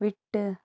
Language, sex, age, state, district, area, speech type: Tamil, female, 30-45, Tamil Nadu, Nilgiris, urban, read